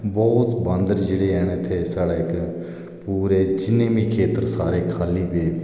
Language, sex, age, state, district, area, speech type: Dogri, male, 45-60, Jammu and Kashmir, Reasi, rural, spontaneous